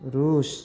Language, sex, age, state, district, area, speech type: Odia, male, 30-45, Odisha, Nayagarh, rural, spontaneous